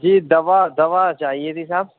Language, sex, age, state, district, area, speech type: Urdu, male, 30-45, Uttar Pradesh, Rampur, urban, conversation